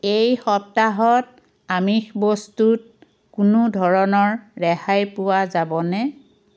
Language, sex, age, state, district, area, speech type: Assamese, female, 45-60, Assam, Biswanath, rural, read